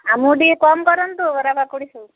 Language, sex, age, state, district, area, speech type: Odia, female, 60+, Odisha, Jharsuguda, rural, conversation